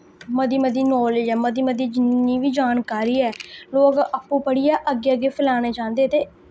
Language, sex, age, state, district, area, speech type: Dogri, female, 18-30, Jammu and Kashmir, Samba, rural, spontaneous